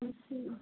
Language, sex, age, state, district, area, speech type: Hindi, female, 60+, Uttar Pradesh, Azamgarh, urban, conversation